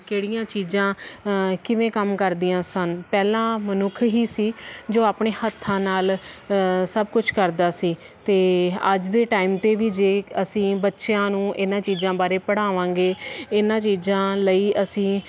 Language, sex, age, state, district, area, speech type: Punjabi, female, 30-45, Punjab, Faridkot, urban, spontaneous